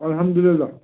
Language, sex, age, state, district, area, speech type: Kashmiri, male, 30-45, Jammu and Kashmir, Srinagar, rural, conversation